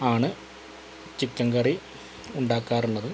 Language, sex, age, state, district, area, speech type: Malayalam, male, 30-45, Kerala, Malappuram, rural, spontaneous